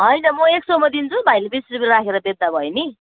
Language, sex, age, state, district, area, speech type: Nepali, female, 45-60, West Bengal, Kalimpong, rural, conversation